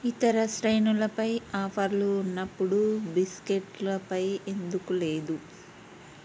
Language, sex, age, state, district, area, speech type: Telugu, female, 30-45, Telangana, Peddapalli, rural, read